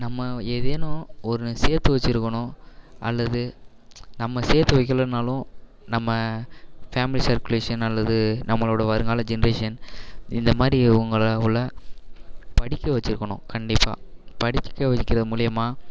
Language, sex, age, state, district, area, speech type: Tamil, male, 18-30, Tamil Nadu, Perambalur, urban, spontaneous